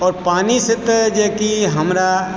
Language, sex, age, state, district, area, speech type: Maithili, male, 45-60, Bihar, Supaul, rural, spontaneous